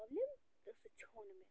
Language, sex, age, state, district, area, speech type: Kashmiri, female, 30-45, Jammu and Kashmir, Bandipora, rural, spontaneous